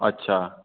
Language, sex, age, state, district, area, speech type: Dogri, male, 18-30, Jammu and Kashmir, Udhampur, rural, conversation